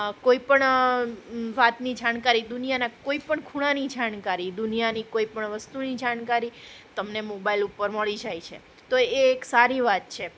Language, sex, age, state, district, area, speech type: Gujarati, female, 30-45, Gujarat, Junagadh, urban, spontaneous